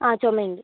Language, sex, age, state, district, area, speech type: Malayalam, female, 18-30, Kerala, Kozhikode, urban, conversation